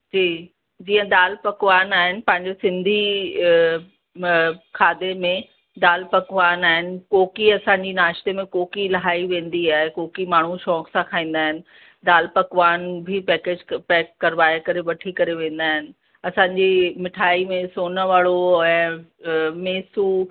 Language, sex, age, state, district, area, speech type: Sindhi, female, 45-60, Uttar Pradesh, Lucknow, urban, conversation